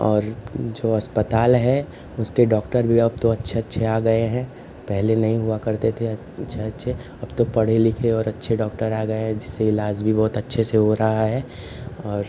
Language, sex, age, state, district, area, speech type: Hindi, male, 18-30, Uttar Pradesh, Ghazipur, urban, spontaneous